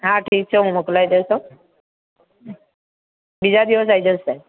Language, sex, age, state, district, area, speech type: Gujarati, male, 18-30, Gujarat, Aravalli, urban, conversation